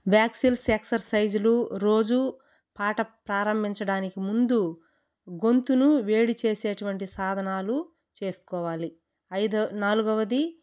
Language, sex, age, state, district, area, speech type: Telugu, female, 30-45, Andhra Pradesh, Kadapa, rural, spontaneous